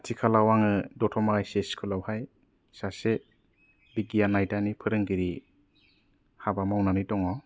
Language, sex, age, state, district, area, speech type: Bodo, male, 30-45, Assam, Kokrajhar, urban, spontaneous